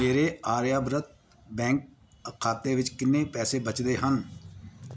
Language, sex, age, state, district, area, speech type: Punjabi, male, 60+, Punjab, Pathankot, rural, read